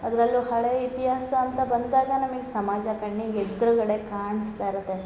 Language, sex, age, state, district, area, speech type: Kannada, female, 30-45, Karnataka, Hassan, urban, spontaneous